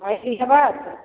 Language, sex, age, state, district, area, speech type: Hindi, female, 60+, Uttar Pradesh, Varanasi, rural, conversation